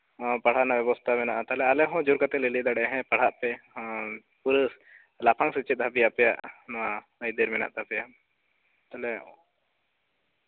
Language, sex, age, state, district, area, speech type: Santali, male, 18-30, West Bengal, Bankura, rural, conversation